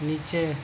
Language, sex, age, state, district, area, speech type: Urdu, male, 30-45, Delhi, South Delhi, urban, read